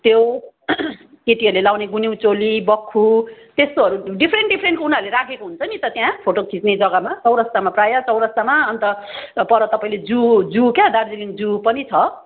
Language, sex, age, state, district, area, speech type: Nepali, female, 45-60, West Bengal, Darjeeling, rural, conversation